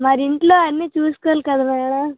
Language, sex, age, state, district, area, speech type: Telugu, female, 18-30, Andhra Pradesh, Vizianagaram, rural, conversation